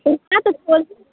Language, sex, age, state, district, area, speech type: Hindi, female, 18-30, Bihar, Muzaffarpur, rural, conversation